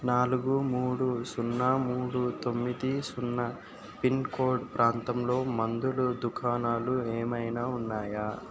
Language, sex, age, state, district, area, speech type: Telugu, male, 60+, Andhra Pradesh, Kakinada, rural, read